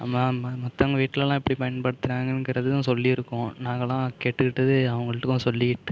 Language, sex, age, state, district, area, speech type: Tamil, male, 30-45, Tamil Nadu, Mayiladuthurai, urban, spontaneous